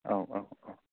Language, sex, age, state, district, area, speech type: Bodo, male, 30-45, Assam, Kokrajhar, urban, conversation